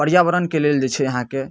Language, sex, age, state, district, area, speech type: Maithili, male, 18-30, Bihar, Darbhanga, rural, spontaneous